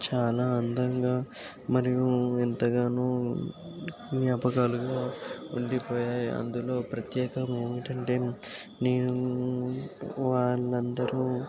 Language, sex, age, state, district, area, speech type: Telugu, male, 60+, Andhra Pradesh, Kakinada, rural, spontaneous